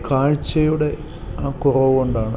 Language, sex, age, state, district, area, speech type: Malayalam, male, 45-60, Kerala, Kottayam, urban, spontaneous